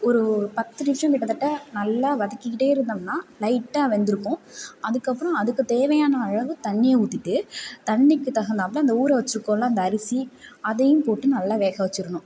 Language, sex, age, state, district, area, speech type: Tamil, female, 18-30, Tamil Nadu, Tiruvarur, rural, spontaneous